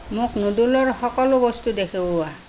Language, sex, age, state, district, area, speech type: Assamese, female, 45-60, Assam, Kamrup Metropolitan, urban, read